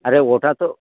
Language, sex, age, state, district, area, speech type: Bengali, male, 60+, West Bengal, Dakshin Dinajpur, rural, conversation